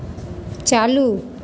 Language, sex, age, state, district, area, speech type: Hindi, female, 45-60, Bihar, Madhepura, rural, read